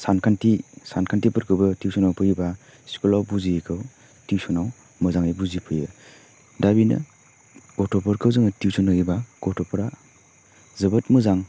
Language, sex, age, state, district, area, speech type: Bodo, male, 30-45, Assam, Chirang, rural, spontaneous